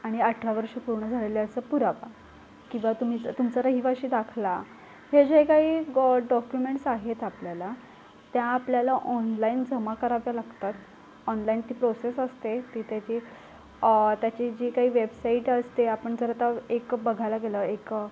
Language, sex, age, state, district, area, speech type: Marathi, female, 18-30, Maharashtra, Solapur, urban, spontaneous